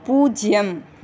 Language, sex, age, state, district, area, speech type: Tamil, female, 18-30, Tamil Nadu, Ranipet, rural, read